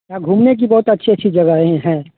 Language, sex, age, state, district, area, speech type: Hindi, male, 30-45, Bihar, Vaishali, rural, conversation